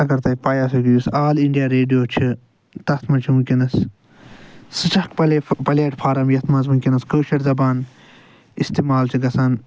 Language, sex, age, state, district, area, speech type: Kashmiri, male, 60+, Jammu and Kashmir, Ganderbal, urban, spontaneous